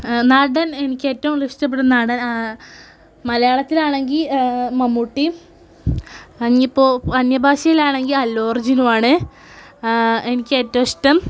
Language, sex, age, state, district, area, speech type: Malayalam, female, 18-30, Kerala, Malappuram, rural, spontaneous